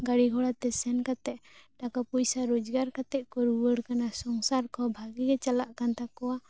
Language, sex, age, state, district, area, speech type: Santali, female, 18-30, West Bengal, Bankura, rural, spontaneous